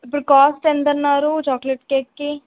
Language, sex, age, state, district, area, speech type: Telugu, female, 18-30, Telangana, Warangal, rural, conversation